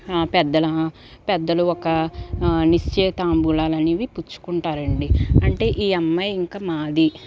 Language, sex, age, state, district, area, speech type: Telugu, female, 30-45, Andhra Pradesh, Guntur, rural, spontaneous